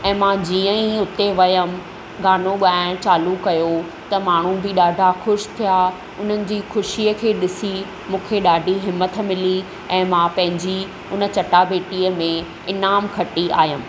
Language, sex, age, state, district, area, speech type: Sindhi, female, 30-45, Maharashtra, Thane, urban, spontaneous